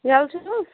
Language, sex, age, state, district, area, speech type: Kashmiri, female, 30-45, Jammu and Kashmir, Bandipora, rural, conversation